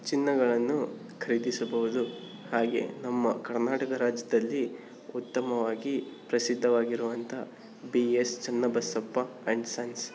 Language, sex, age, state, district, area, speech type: Kannada, male, 18-30, Karnataka, Davanagere, urban, spontaneous